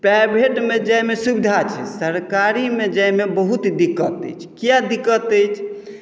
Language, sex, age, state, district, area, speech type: Maithili, male, 30-45, Bihar, Madhubani, rural, spontaneous